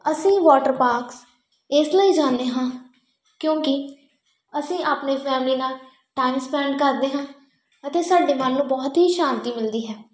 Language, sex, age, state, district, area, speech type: Punjabi, female, 18-30, Punjab, Tarn Taran, rural, spontaneous